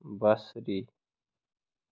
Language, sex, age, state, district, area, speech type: Kashmiri, male, 18-30, Jammu and Kashmir, Ganderbal, rural, read